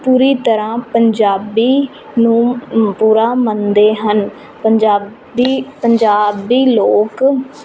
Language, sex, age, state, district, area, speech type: Punjabi, female, 18-30, Punjab, Fazilka, rural, spontaneous